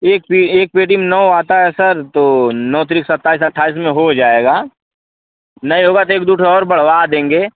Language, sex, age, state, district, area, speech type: Hindi, male, 18-30, Uttar Pradesh, Azamgarh, rural, conversation